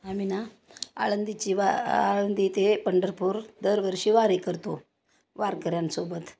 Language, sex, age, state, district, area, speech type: Marathi, female, 60+, Maharashtra, Osmanabad, rural, spontaneous